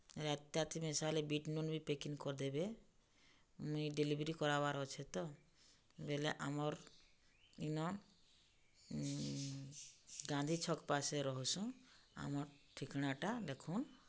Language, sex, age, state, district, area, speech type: Odia, female, 45-60, Odisha, Bargarh, urban, spontaneous